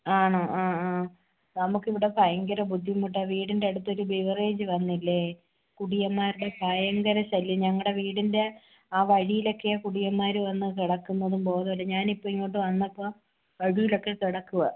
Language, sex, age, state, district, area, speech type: Malayalam, female, 30-45, Kerala, Thiruvananthapuram, rural, conversation